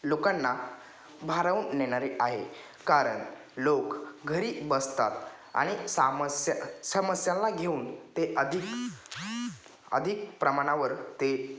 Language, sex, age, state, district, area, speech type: Marathi, male, 18-30, Maharashtra, Ahmednagar, rural, spontaneous